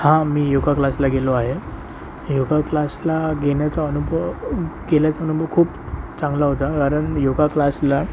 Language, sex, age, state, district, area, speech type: Marathi, male, 18-30, Maharashtra, Sindhudurg, rural, spontaneous